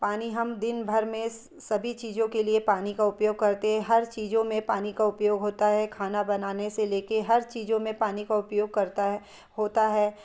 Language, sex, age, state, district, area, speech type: Hindi, female, 30-45, Madhya Pradesh, Betul, urban, spontaneous